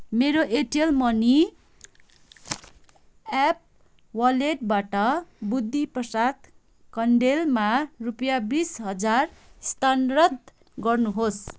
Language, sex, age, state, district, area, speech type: Nepali, female, 30-45, West Bengal, Kalimpong, rural, read